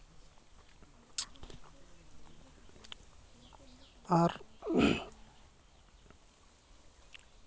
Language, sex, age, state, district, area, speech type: Santali, male, 30-45, West Bengal, Jhargram, rural, spontaneous